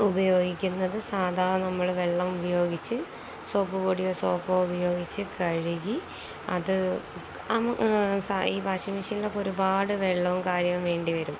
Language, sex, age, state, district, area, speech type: Malayalam, female, 30-45, Kerala, Kozhikode, rural, spontaneous